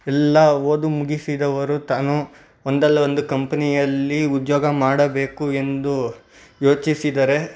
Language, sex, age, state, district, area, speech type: Kannada, male, 18-30, Karnataka, Bangalore Rural, urban, spontaneous